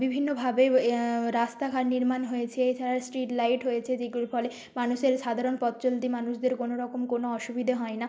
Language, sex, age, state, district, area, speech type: Bengali, female, 30-45, West Bengal, Nadia, rural, spontaneous